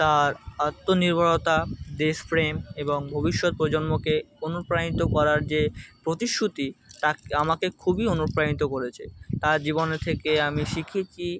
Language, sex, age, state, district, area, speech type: Bengali, male, 18-30, West Bengal, Kolkata, urban, spontaneous